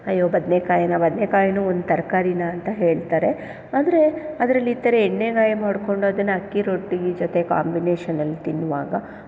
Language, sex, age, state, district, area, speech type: Kannada, female, 30-45, Karnataka, Chamarajanagar, rural, spontaneous